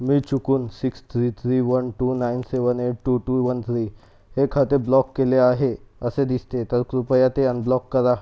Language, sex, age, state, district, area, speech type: Marathi, male, 30-45, Maharashtra, Nagpur, urban, read